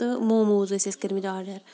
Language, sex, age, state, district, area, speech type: Kashmiri, female, 45-60, Jammu and Kashmir, Shopian, urban, spontaneous